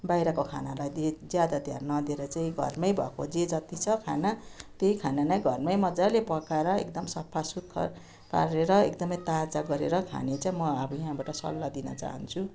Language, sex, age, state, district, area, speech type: Nepali, female, 60+, West Bengal, Darjeeling, rural, spontaneous